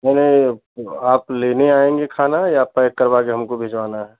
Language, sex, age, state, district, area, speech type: Hindi, male, 45-60, Uttar Pradesh, Chandauli, urban, conversation